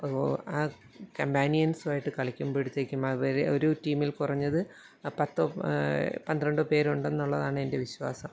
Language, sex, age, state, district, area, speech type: Malayalam, female, 45-60, Kerala, Kottayam, rural, spontaneous